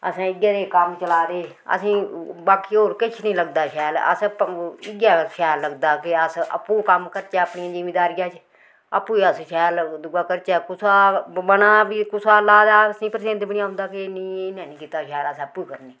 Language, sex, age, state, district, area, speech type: Dogri, female, 45-60, Jammu and Kashmir, Udhampur, rural, spontaneous